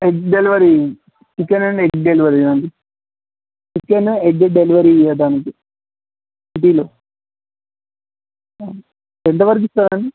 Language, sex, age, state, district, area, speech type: Telugu, male, 30-45, Telangana, Kamareddy, urban, conversation